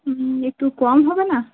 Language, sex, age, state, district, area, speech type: Bengali, female, 18-30, West Bengal, Birbhum, urban, conversation